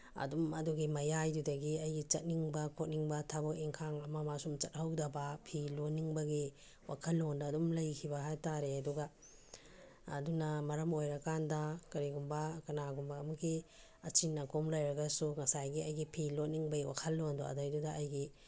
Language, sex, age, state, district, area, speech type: Manipuri, female, 45-60, Manipur, Tengnoupal, urban, spontaneous